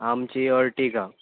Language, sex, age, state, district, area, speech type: Goan Konkani, male, 18-30, Goa, Bardez, urban, conversation